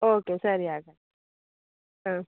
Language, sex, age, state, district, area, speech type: Kannada, female, 30-45, Karnataka, Udupi, rural, conversation